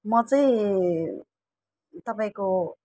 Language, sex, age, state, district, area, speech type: Nepali, female, 60+, West Bengal, Alipurduar, urban, spontaneous